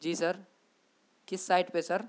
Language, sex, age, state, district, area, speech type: Urdu, male, 18-30, Bihar, Saharsa, rural, spontaneous